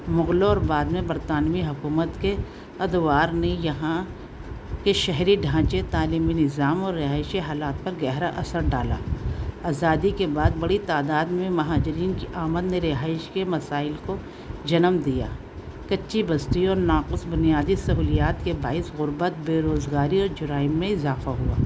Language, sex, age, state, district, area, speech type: Urdu, female, 60+, Delhi, Central Delhi, urban, spontaneous